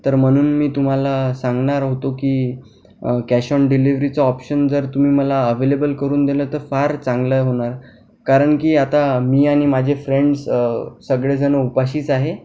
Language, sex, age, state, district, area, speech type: Marathi, male, 18-30, Maharashtra, Akola, urban, spontaneous